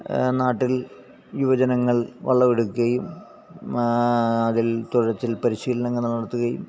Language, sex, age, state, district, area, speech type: Malayalam, male, 45-60, Kerala, Alappuzha, rural, spontaneous